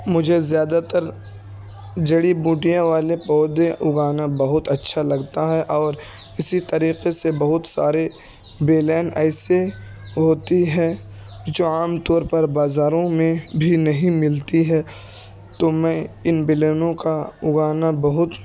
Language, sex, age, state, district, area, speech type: Urdu, male, 18-30, Uttar Pradesh, Ghaziabad, rural, spontaneous